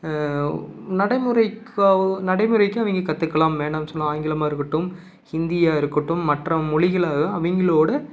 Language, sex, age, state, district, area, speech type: Tamil, male, 30-45, Tamil Nadu, Salem, rural, spontaneous